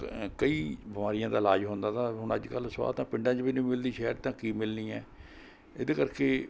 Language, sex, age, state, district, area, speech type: Punjabi, male, 60+, Punjab, Mohali, urban, spontaneous